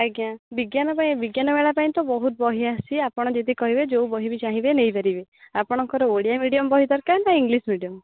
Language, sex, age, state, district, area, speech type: Odia, female, 18-30, Odisha, Jagatsinghpur, rural, conversation